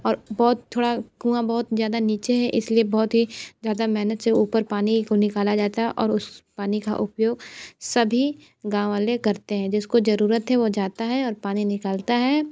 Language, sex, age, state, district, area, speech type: Hindi, female, 45-60, Uttar Pradesh, Sonbhadra, rural, spontaneous